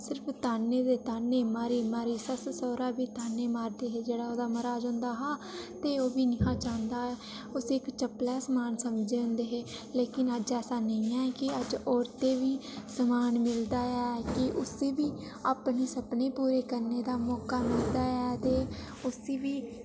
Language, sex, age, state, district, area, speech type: Dogri, female, 18-30, Jammu and Kashmir, Udhampur, rural, spontaneous